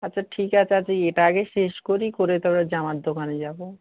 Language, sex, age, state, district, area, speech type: Bengali, male, 18-30, West Bengal, South 24 Parganas, rural, conversation